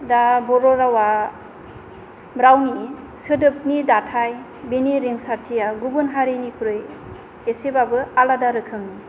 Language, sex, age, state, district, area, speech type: Bodo, female, 45-60, Assam, Kokrajhar, urban, spontaneous